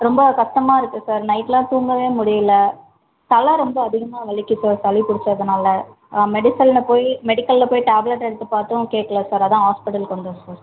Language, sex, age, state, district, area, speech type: Tamil, female, 18-30, Tamil Nadu, Tirunelveli, rural, conversation